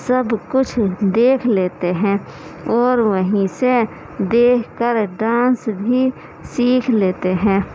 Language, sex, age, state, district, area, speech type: Urdu, female, 18-30, Uttar Pradesh, Gautam Buddha Nagar, urban, spontaneous